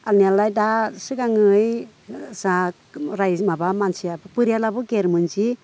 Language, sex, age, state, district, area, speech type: Bodo, female, 60+, Assam, Udalguri, rural, spontaneous